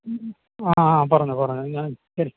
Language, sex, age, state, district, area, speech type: Malayalam, male, 60+, Kerala, Alappuzha, rural, conversation